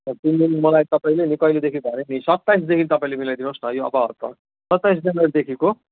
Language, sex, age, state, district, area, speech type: Nepali, male, 45-60, West Bengal, Jalpaiguri, rural, conversation